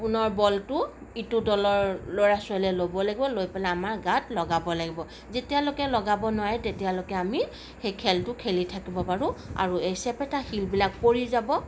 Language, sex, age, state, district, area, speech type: Assamese, female, 45-60, Assam, Sonitpur, urban, spontaneous